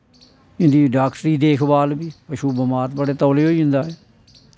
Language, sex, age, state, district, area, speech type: Dogri, male, 60+, Jammu and Kashmir, Samba, rural, spontaneous